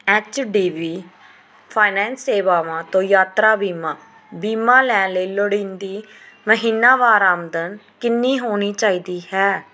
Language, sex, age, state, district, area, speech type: Punjabi, female, 30-45, Punjab, Pathankot, rural, read